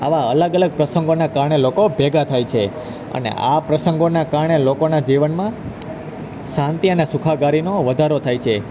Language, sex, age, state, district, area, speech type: Gujarati, male, 18-30, Gujarat, Junagadh, rural, spontaneous